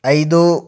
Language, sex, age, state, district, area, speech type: Kannada, male, 30-45, Karnataka, Bidar, urban, read